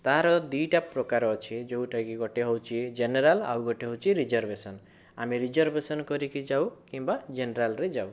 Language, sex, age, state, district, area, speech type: Odia, male, 18-30, Odisha, Bhadrak, rural, spontaneous